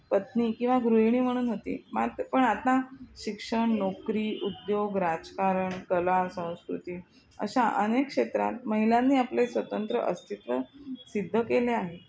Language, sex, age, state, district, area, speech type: Marathi, female, 45-60, Maharashtra, Thane, rural, spontaneous